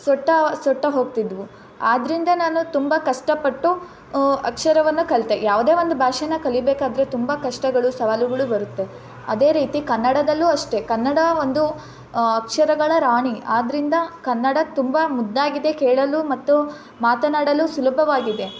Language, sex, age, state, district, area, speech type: Kannada, female, 18-30, Karnataka, Chitradurga, rural, spontaneous